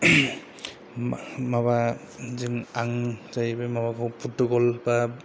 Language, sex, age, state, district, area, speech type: Bodo, male, 30-45, Assam, Kokrajhar, rural, spontaneous